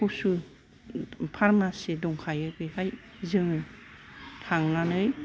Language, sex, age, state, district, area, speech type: Bodo, female, 60+, Assam, Kokrajhar, urban, spontaneous